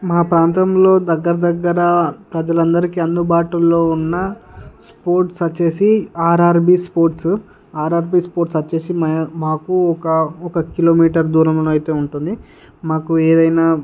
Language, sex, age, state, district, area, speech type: Telugu, male, 60+, Andhra Pradesh, Visakhapatnam, urban, spontaneous